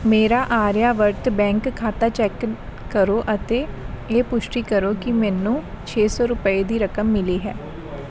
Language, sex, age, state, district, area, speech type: Punjabi, female, 30-45, Punjab, Mansa, urban, read